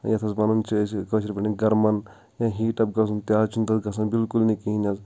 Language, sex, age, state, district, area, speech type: Kashmiri, male, 30-45, Jammu and Kashmir, Shopian, rural, spontaneous